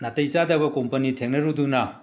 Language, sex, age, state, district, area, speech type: Manipuri, male, 60+, Manipur, Imphal West, urban, spontaneous